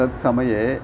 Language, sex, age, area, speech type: Sanskrit, male, 60+, urban, spontaneous